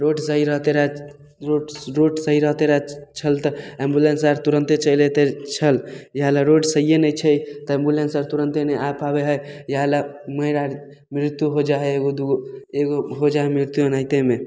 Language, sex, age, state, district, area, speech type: Maithili, male, 18-30, Bihar, Samastipur, rural, spontaneous